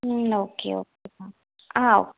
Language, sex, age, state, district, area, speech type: Tamil, female, 18-30, Tamil Nadu, Madurai, urban, conversation